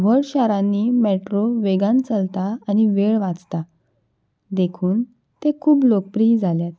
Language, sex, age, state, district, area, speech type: Goan Konkani, female, 18-30, Goa, Salcete, urban, spontaneous